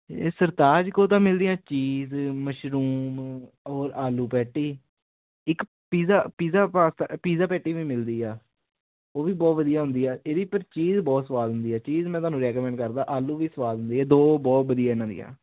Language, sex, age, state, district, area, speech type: Punjabi, male, 18-30, Punjab, Hoshiarpur, rural, conversation